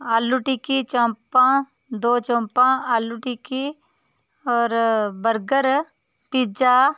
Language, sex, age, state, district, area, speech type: Dogri, female, 30-45, Jammu and Kashmir, Udhampur, rural, spontaneous